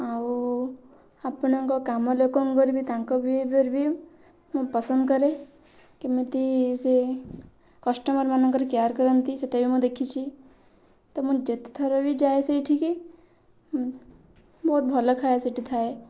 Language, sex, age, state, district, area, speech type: Odia, female, 18-30, Odisha, Kendrapara, urban, spontaneous